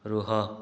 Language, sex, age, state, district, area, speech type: Odia, male, 18-30, Odisha, Subarnapur, urban, read